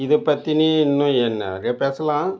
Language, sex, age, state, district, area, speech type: Tamil, male, 60+, Tamil Nadu, Dharmapuri, rural, spontaneous